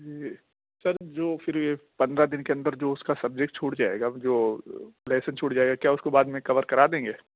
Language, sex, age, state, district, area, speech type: Urdu, male, 18-30, Uttar Pradesh, Balrampur, rural, conversation